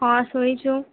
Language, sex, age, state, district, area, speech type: Odia, female, 18-30, Odisha, Subarnapur, urban, conversation